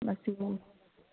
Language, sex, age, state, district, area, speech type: Manipuri, female, 45-60, Manipur, Churachandpur, urban, conversation